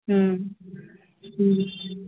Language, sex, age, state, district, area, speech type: Maithili, female, 30-45, Bihar, Muzaffarpur, urban, conversation